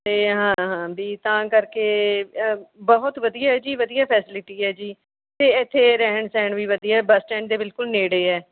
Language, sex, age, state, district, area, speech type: Punjabi, female, 60+, Punjab, Mohali, urban, conversation